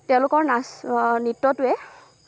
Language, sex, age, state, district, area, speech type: Assamese, female, 18-30, Assam, Lakhimpur, rural, spontaneous